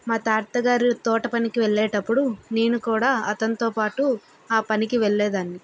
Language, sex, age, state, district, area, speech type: Telugu, female, 30-45, Andhra Pradesh, Vizianagaram, rural, spontaneous